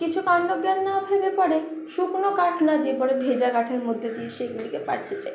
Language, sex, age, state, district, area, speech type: Bengali, female, 30-45, West Bengal, Paschim Bardhaman, urban, spontaneous